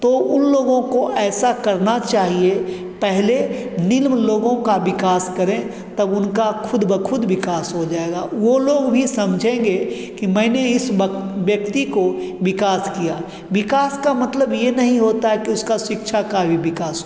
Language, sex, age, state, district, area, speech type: Hindi, male, 45-60, Bihar, Begusarai, urban, spontaneous